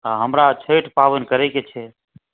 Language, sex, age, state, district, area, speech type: Maithili, female, 30-45, Bihar, Supaul, rural, conversation